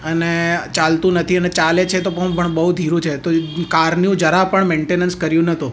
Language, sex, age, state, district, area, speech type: Gujarati, male, 18-30, Gujarat, Ahmedabad, urban, spontaneous